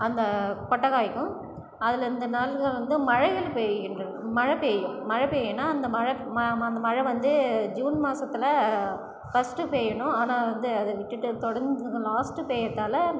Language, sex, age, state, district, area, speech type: Tamil, female, 30-45, Tamil Nadu, Cuddalore, rural, spontaneous